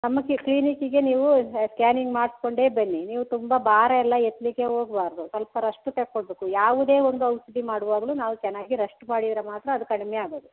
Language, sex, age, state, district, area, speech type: Kannada, female, 60+, Karnataka, Kodagu, rural, conversation